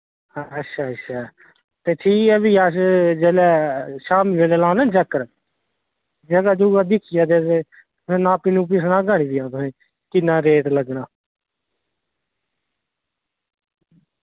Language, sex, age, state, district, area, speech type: Dogri, male, 30-45, Jammu and Kashmir, Reasi, rural, conversation